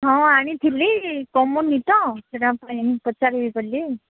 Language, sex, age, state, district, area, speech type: Odia, female, 18-30, Odisha, Koraput, urban, conversation